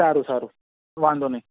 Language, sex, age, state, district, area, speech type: Gujarati, male, 18-30, Gujarat, Ahmedabad, urban, conversation